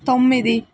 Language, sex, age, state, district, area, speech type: Telugu, female, 18-30, Telangana, Mahbubnagar, urban, read